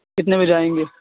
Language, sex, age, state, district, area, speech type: Urdu, male, 18-30, Bihar, Purnia, rural, conversation